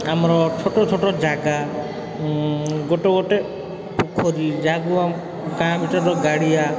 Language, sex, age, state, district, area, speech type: Odia, male, 30-45, Odisha, Puri, urban, spontaneous